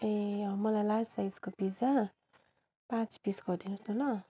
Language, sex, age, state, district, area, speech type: Nepali, female, 30-45, West Bengal, Darjeeling, rural, spontaneous